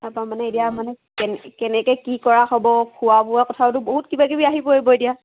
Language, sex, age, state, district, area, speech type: Assamese, female, 45-60, Assam, Lakhimpur, rural, conversation